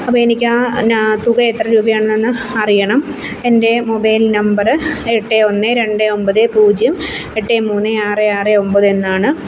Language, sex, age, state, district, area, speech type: Malayalam, female, 30-45, Kerala, Kollam, rural, spontaneous